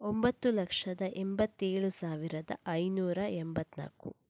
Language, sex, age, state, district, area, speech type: Kannada, female, 30-45, Karnataka, Shimoga, rural, spontaneous